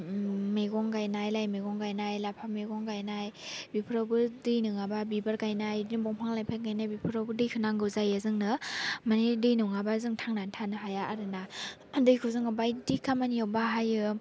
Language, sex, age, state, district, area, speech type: Bodo, female, 18-30, Assam, Baksa, rural, spontaneous